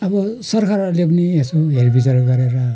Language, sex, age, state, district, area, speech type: Nepali, male, 60+, West Bengal, Kalimpong, rural, spontaneous